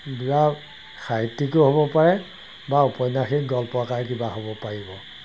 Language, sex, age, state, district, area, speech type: Assamese, male, 60+, Assam, Golaghat, rural, spontaneous